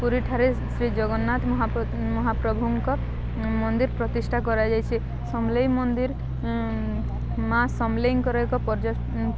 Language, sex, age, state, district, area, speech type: Odia, female, 18-30, Odisha, Balangir, urban, spontaneous